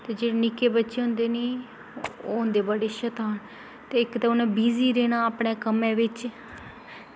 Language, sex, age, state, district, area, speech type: Dogri, female, 18-30, Jammu and Kashmir, Kathua, rural, spontaneous